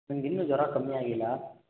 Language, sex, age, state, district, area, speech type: Kannada, male, 18-30, Karnataka, Mysore, urban, conversation